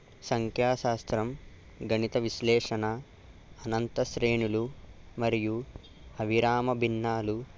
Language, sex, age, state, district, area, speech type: Telugu, male, 45-60, Andhra Pradesh, Eluru, urban, spontaneous